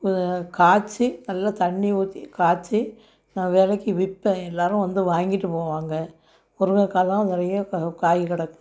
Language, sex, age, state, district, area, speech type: Tamil, female, 60+, Tamil Nadu, Thoothukudi, rural, spontaneous